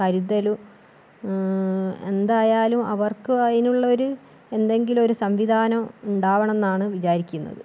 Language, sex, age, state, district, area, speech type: Malayalam, female, 18-30, Kerala, Kozhikode, urban, spontaneous